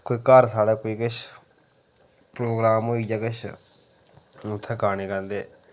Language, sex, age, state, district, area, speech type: Dogri, male, 30-45, Jammu and Kashmir, Udhampur, rural, spontaneous